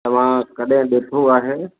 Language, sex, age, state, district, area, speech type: Sindhi, male, 30-45, Gujarat, Kutch, rural, conversation